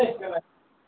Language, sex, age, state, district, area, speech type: Dogri, male, 18-30, Jammu and Kashmir, Kathua, rural, conversation